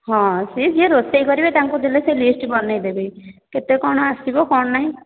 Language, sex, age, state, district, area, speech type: Odia, female, 60+, Odisha, Dhenkanal, rural, conversation